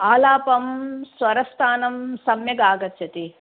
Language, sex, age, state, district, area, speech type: Sanskrit, female, 60+, Kerala, Palakkad, urban, conversation